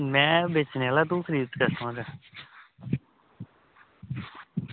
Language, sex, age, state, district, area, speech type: Dogri, male, 18-30, Jammu and Kashmir, Samba, rural, conversation